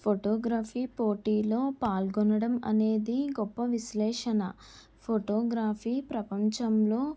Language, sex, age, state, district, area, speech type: Telugu, female, 18-30, Andhra Pradesh, N T Rama Rao, urban, spontaneous